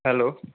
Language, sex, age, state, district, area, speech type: Nepali, male, 18-30, West Bengal, Alipurduar, urban, conversation